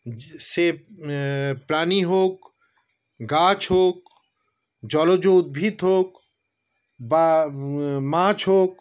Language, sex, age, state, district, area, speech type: Bengali, male, 60+, West Bengal, Paschim Bardhaman, urban, spontaneous